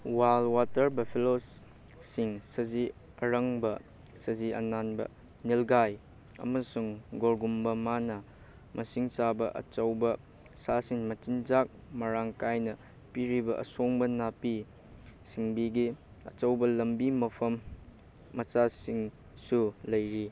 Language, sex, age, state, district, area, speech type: Manipuri, male, 18-30, Manipur, Chandel, rural, read